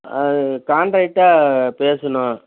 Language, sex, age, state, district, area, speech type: Tamil, male, 60+, Tamil Nadu, Perambalur, urban, conversation